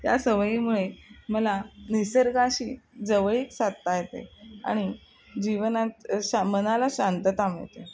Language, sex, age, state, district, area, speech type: Marathi, female, 45-60, Maharashtra, Thane, rural, spontaneous